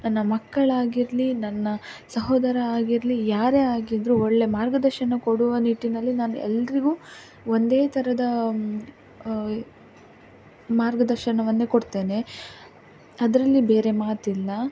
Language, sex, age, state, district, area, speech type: Kannada, female, 18-30, Karnataka, Dakshina Kannada, rural, spontaneous